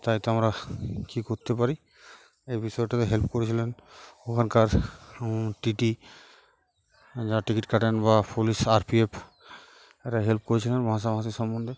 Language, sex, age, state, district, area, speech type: Bengali, male, 45-60, West Bengal, Uttar Dinajpur, urban, spontaneous